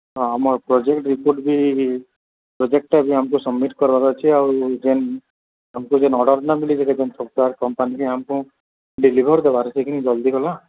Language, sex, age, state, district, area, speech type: Odia, male, 45-60, Odisha, Nuapada, urban, conversation